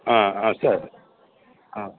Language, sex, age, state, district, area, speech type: Tamil, male, 60+, Tamil Nadu, Perambalur, rural, conversation